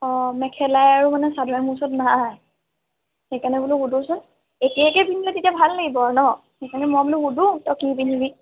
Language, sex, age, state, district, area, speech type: Assamese, female, 18-30, Assam, Sivasagar, rural, conversation